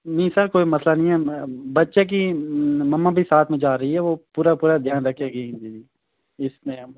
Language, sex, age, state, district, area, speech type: Urdu, male, 18-30, Jammu and Kashmir, Srinagar, urban, conversation